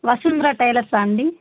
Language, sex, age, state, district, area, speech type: Telugu, female, 30-45, Andhra Pradesh, Chittoor, rural, conversation